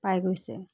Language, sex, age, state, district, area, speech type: Assamese, female, 45-60, Assam, Biswanath, rural, spontaneous